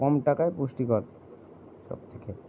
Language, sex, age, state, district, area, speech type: Bengali, male, 60+, West Bengal, Purba Bardhaman, rural, spontaneous